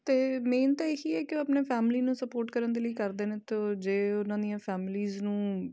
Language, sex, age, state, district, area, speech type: Punjabi, female, 30-45, Punjab, Amritsar, urban, spontaneous